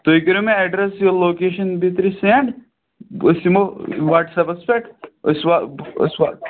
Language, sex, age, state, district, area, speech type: Kashmiri, male, 18-30, Jammu and Kashmir, Pulwama, rural, conversation